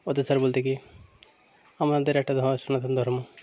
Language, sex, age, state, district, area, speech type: Bengali, male, 30-45, West Bengal, Birbhum, urban, spontaneous